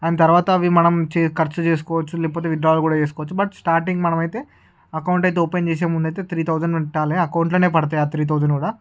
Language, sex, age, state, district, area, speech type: Telugu, male, 18-30, Andhra Pradesh, Srikakulam, urban, spontaneous